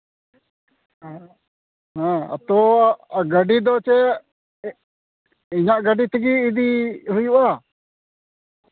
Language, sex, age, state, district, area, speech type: Santali, male, 60+, West Bengal, Malda, rural, conversation